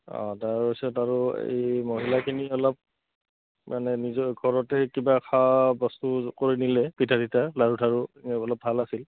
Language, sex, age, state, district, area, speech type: Assamese, male, 30-45, Assam, Goalpara, urban, conversation